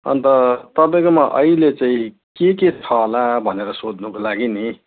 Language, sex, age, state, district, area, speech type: Nepali, male, 60+, West Bengal, Kalimpong, rural, conversation